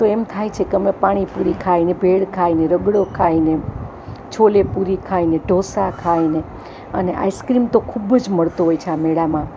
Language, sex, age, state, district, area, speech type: Gujarati, female, 60+, Gujarat, Rajkot, urban, spontaneous